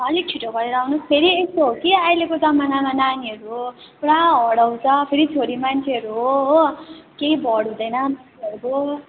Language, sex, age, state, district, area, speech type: Nepali, female, 18-30, West Bengal, Darjeeling, rural, conversation